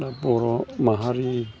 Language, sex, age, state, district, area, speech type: Bodo, male, 60+, Assam, Chirang, rural, spontaneous